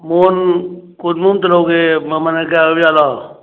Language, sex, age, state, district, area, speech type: Manipuri, male, 60+, Manipur, Churachandpur, urban, conversation